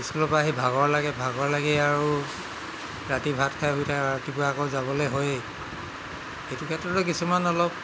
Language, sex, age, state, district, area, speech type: Assamese, male, 60+, Assam, Tinsukia, rural, spontaneous